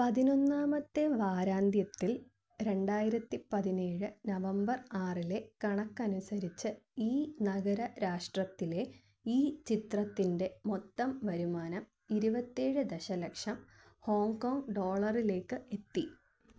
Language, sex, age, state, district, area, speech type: Malayalam, female, 18-30, Kerala, Thiruvananthapuram, urban, read